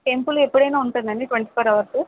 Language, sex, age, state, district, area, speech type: Telugu, female, 30-45, Andhra Pradesh, Vizianagaram, rural, conversation